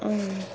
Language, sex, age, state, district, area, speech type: Bodo, female, 18-30, Assam, Kokrajhar, rural, spontaneous